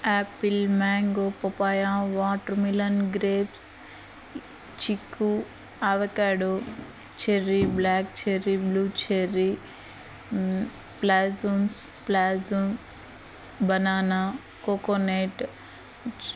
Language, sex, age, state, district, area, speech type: Telugu, female, 18-30, Andhra Pradesh, Eluru, urban, spontaneous